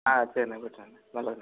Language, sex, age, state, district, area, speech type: Tamil, male, 18-30, Tamil Nadu, Pudukkottai, rural, conversation